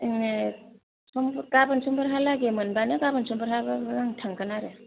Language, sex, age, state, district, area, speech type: Bodo, female, 18-30, Assam, Kokrajhar, rural, conversation